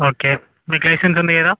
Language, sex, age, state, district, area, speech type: Telugu, male, 18-30, Telangana, Vikarabad, urban, conversation